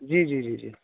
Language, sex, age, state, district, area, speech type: Urdu, male, 18-30, Bihar, Araria, rural, conversation